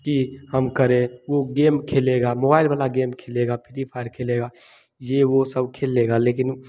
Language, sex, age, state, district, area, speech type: Hindi, male, 18-30, Bihar, Begusarai, rural, spontaneous